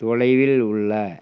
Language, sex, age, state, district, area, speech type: Tamil, male, 60+, Tamil Nadu, Erode, urban, read